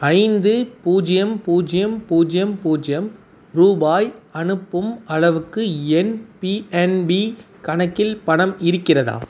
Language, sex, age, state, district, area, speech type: Tamil, male, 18-30, Tamil Nadu, Tiruvannamalai, urban, read